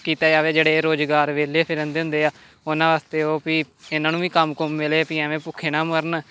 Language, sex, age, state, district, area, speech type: Punjabi, male, 18-30, Punjab, Amritsar, urban, spontaneous